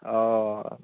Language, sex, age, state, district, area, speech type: Assamese, male, 30-45, Assam, Sonitpur, rural, conversation